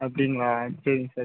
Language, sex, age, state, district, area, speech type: Tamil, male, 30-45, Tamil Nadu, Viluppuram, rural, conversation